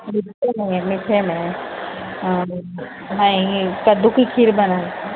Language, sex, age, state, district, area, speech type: Urdu, female, 60+, Telangana, Hyderabad, urban, conversation